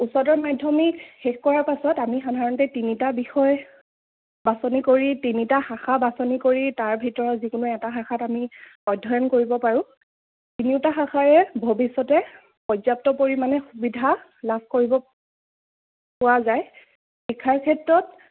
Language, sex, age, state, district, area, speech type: Assamese, female, 30-45, Assam, Lakhimpur, rural, conversation